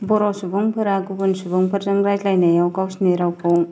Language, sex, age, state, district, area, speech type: Bodo, female, 30-45, Assam, Kokrajhar, rural, spontaneous